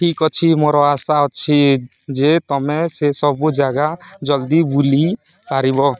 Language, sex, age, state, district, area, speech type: Odia, male, 18-30, Odisha, Nuapada, rural, read